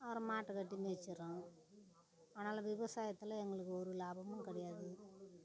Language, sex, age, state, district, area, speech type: Tamil, female, 60+, Tamil Nadu, Tiruvannamalai, rural, spontaneous